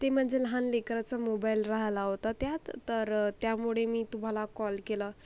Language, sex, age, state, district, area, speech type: Marathi, female, 45-60, Maharashtra, Akola, rural, spontaneous